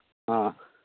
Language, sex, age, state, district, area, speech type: Manipuri, male, 30-45, Manipur, Churachandpur, rural, conversation